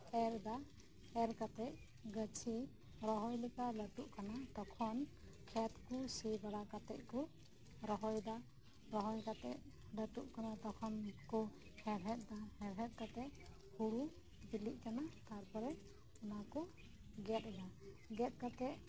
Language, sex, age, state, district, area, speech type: Santali, female, 30-45, West Bengal, Birbhum, rural, spontaneous